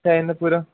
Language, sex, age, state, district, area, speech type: Marathi, male, 18-30, Maharashtra, Wardha, rural, conversation